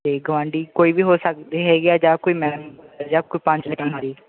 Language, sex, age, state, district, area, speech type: Punjabi, male, 18-30, Punjab, Bathinda, rural, conversation